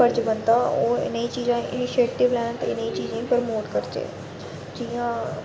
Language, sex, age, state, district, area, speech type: Dogri, female, 30-45, Jammu and Kashmir, Reasi, urban, spontaneous